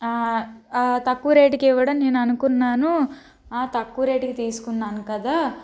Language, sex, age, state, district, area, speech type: Telugu, female, 30-45, Andhra Pradesh, Guntur, urban, spontaneous